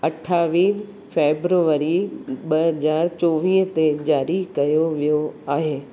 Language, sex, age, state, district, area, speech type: Sindhi, female, 60+, Rajasthan, Ajmer, urban, read